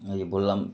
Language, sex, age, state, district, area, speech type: Bengali, male, 30-45, West Bengal, Darjeeling, urban, spontaneous